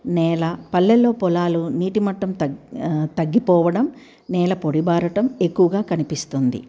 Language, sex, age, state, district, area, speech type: Telugu, female, 60+, Telangana, Medchal, urban, spontaneous